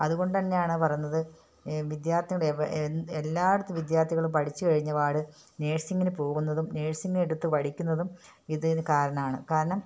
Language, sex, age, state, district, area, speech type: Malayalam, female, 60+, Kerala, Wayanad, rural, spontaneous